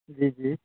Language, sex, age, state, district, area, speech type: Maithili, male, 30-45, Bihar, Supaul, urban, conversation